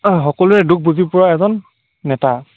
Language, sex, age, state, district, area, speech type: Assamese, male, 18-30, Assam, Charaideo, rural, conversation